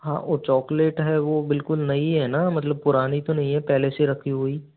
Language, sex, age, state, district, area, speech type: Hindi, male, 30-45, Rajasthan, Jodhpur, urban, conversation